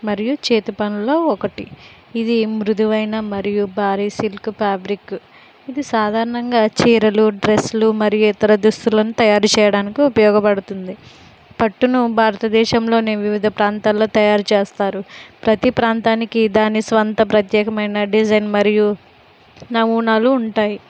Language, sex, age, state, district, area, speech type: Telugu, female, 45-60, Andhra Pradesh, Konaseema, rural, spontaneous